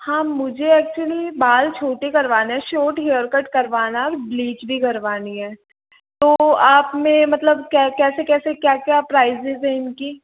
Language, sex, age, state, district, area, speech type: Hindi, female, 18-30, Rajasthan, Jaipur, urban, conversation